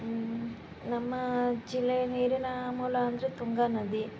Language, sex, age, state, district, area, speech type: Kannada, female, 30-45, Karnataka, Shimoga, rural, spontaneous